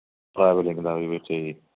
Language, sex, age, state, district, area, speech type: Punjabi, male, 30-45, Punjab, Mohali, rural, conversation